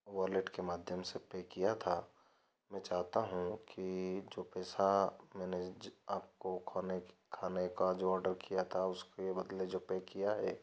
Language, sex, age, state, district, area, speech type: Hindi, male, 30-45, Madhya Pradesh, Ujjain, rural, spontaneous